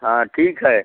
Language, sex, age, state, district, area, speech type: Hindi, male, 60+, Uttar Pradesh, Prayagraj, rural, conversation